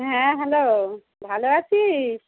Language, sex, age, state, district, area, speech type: Bengali, female, 30-45, West Bengal, Darjeeling, urban, conversation